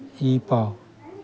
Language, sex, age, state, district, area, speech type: Manipuri, male, 18-30, Manipur, Tengnoupal, rural, spontaneous